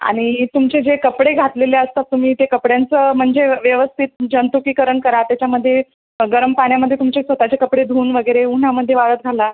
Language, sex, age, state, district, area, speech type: Marathi, female, 30-45, Maharashtra, Buldhana, urban, conversation